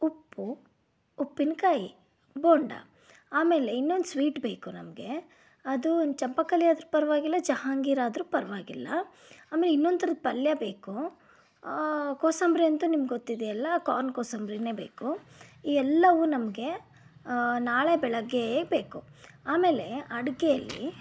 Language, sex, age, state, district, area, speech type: Kannada, female, 30-45, Karnataka, Shimoga, rural, spontaneous